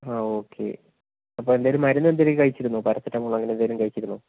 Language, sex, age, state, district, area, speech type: Malayalam, male, 30-45, Kerala, Wayanad, rural, conversation